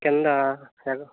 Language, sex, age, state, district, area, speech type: Telugu, male, 60+, Andhra Pradesh, Eluru, rural, conversation